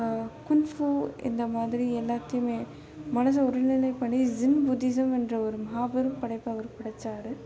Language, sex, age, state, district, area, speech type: Tamil, female, 18-30, Tamil Nadu, Chennai, urban, spontaneous